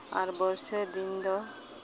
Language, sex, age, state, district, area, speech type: Santali, female, 30-45, West Bengal, Uttar Dinajpur, rural, spontaneous